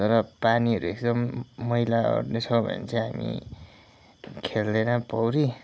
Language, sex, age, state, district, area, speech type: Nepali, male, 30-45, West Bengal, Kalimpong, rural, spontaneous